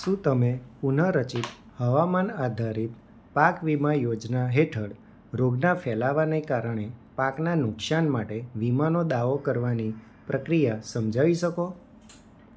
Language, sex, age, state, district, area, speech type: Gujarati, male, 30-45, Gujarat, Anand, urban, read